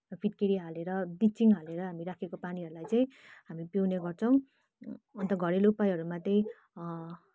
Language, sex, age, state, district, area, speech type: Nepali, female, 18-30, West Bengal, Kalimpong, rural, spontaneous